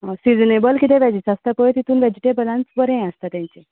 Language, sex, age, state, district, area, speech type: Goan Konkani, female, 30-45, Goa, Ponda, rural, conversation